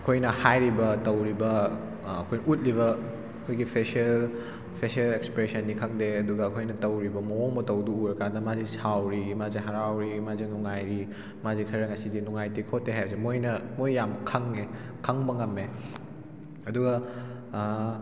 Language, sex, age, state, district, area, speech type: Manipuri, male, 18-30, Manipur, Kakching, rural, spontaneous